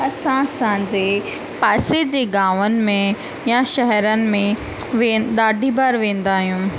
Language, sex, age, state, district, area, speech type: Sindhi, female, 18-30, Rajasthan, Ajmer, urban, spontaneous